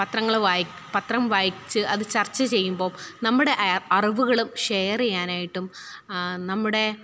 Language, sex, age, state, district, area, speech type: Malayalam, female, 30-45, Kerala, Pathanamthitta, rural, spontaneous